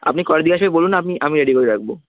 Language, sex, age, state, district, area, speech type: Bengali, male, 18-30, West Bengal, Howrah, urban, conversation